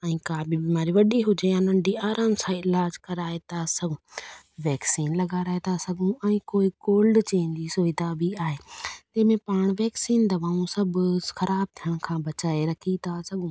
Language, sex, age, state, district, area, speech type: Sindhi, female, 18-30, Rajasthan, Ajmer, urban, spontaneous